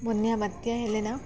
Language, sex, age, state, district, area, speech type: Odia, female, 18-30, Odisha, Koraput, urban, spontaneous